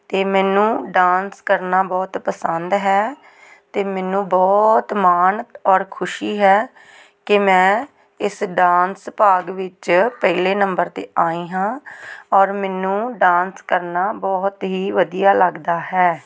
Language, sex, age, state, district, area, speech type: Punjabi, female, 30-45, Punjab, Tarn Taran, rural, spontaneous